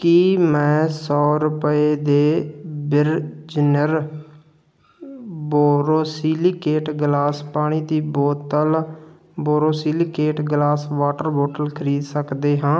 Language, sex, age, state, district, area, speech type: Punjabi, male, 30-45, Punjab, Barnala, urban, read